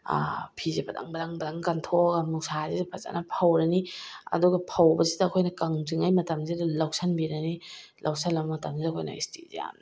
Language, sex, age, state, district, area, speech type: Manipuri, female, 45-60, Manipur, Bishnupur, rural, spontaneous